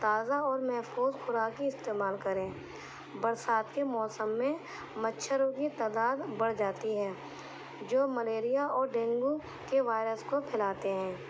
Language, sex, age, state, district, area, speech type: Urdu, female, 18-30, Delhi, East Delhi, urban, spontaneous